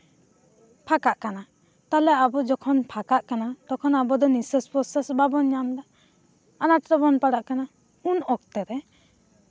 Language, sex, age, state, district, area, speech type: Santali, female, 18-30, West Bengal, Bankura, rural, spontaneous